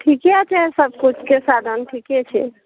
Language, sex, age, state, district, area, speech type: Maithili, female, 45-60, Bihar, Araria, rural, conversation